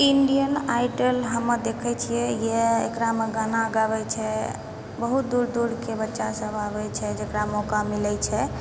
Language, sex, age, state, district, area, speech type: Maithili, female, 30-45, Bihar, Purnia, urban, spontaneous